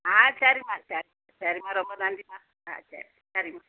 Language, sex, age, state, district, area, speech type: Tamil, female, 60+, Tamil Nadu, Thoothukudi, rural, conversation